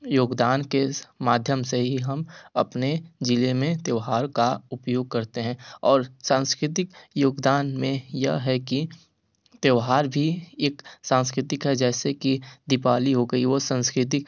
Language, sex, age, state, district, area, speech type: Hindi, male, 45-60, Uttar Pradesh, Sonbhadra, rural, spontaneous